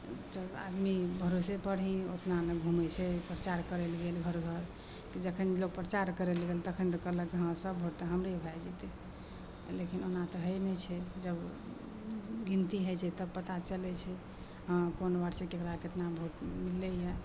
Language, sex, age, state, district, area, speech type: Maithili, female, 45-60, Bihar, Madhepura, urban, spontaneous